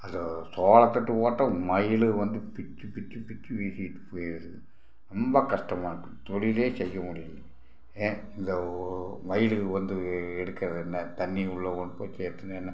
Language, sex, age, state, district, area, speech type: Tamil, male, 60+, Tamil Nadu, Tiruppur, rural, spontaneous